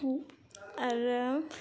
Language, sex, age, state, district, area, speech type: Bodo, female, 18-30, Assam, Kokrajhar, rural, spontaneous